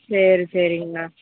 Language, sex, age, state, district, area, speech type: Tamil, female, 18-30, Tamil Nadu, Namakkal, rural, conversation